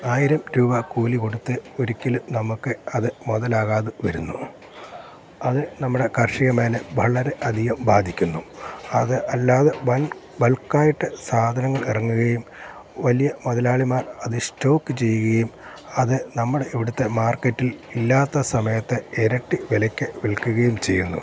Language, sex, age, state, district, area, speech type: Malayalam, male, 45-60, Kerala, Kottayam, urban, spontaneous